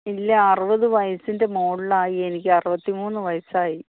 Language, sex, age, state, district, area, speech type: Malayalam, female, 60+, Kerala, Wayanad, rural, conversation